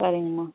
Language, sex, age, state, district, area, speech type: Tamil, female, 45-60, Tamil Nadu, Kallakurichi, urban, conversation